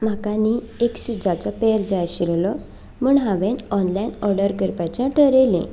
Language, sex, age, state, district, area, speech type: Goan Konkani, female, 18-30, Goa, Canacona, rural, spontaneous